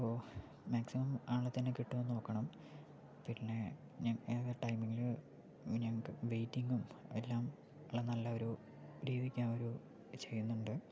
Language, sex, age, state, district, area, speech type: Malayalam, male, 18-30, Kerala, Palakkad, rural, spontaneous